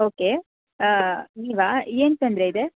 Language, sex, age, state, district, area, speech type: Kannada, female, 18-30, Karnataka, Mysore, urban, conversation